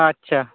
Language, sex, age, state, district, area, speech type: Santali, male, 30-45, West Bengal, Purba Bardhaman, rural, conversation